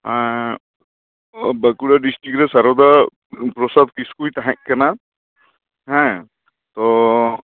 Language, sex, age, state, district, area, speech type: Santali, male, 18-30, West Bengal, Bankura, rural, conversation